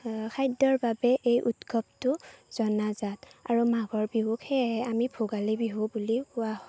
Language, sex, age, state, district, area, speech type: Assamese, female, 18-30, Assam, Chirang, rural, spontaneous